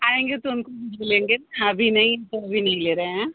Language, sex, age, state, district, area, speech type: Hindi, female, 30-45, Uttar Pradesh, Azamgarh, rural, conversation